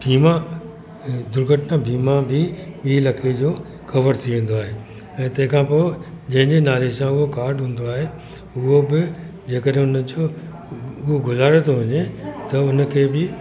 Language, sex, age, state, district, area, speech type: Sindhi, male, 60+, Uttar Pradesh, Lucknow, urban, spontaneous